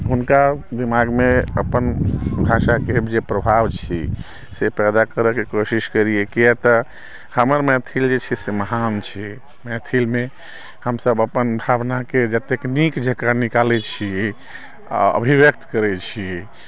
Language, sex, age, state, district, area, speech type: Maithili, male, 60+, Bihar, Sitamarhi, rural, spontaneous